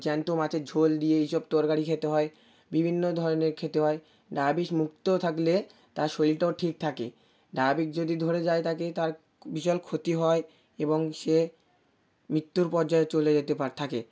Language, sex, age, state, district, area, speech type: Bengali, male, 18-30, West Bengal, South 24 Parganas, rural, spontaneous